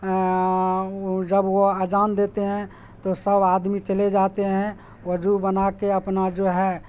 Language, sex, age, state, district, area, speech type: Urdu, male, 45-60, Bihar, Supaul, rural, spontaneous